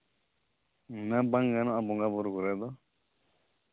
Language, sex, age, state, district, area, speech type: Santali, male, 18-30, Jharkhand, East Singhbhum, rural, conversation